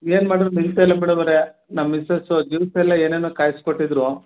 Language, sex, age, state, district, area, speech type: Kannada, male, 30-45, Karnataka, Mandya, rural, conversation